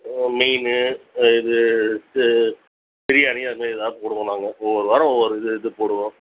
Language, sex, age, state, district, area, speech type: Tamil, female, 18-30, Tamil Nadu, Cuddalore, rural, conversation